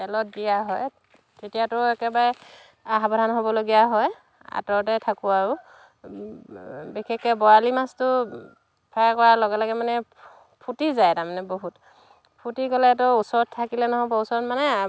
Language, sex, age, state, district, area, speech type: Assamese, female, 30-45, Assam, Dhemaji, urban, spontaneous